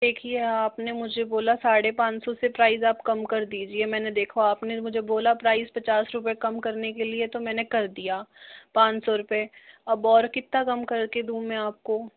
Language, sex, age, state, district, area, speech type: Hindi, male, 60+, Rajasthan, Jaipur, urban, conversation